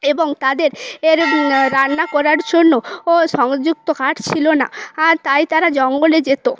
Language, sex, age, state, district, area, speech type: Bengali, female, 18-30, West Bengal, Purba Medinipur, rural, spontaneous